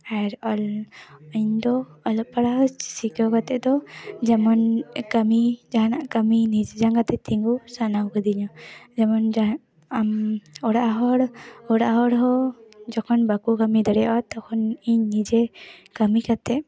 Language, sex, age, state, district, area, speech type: Santali, female, 18-30, West Bengal, Paschim Bardhaman, rural, spontaneous